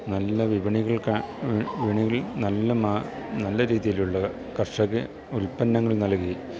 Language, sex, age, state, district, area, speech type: Malayalam, male, 45-60, Kerala, Idukki, rural, spontaneous